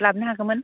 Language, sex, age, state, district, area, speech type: Bodo, female, 30-45, Assam, Baksa, rural, conversation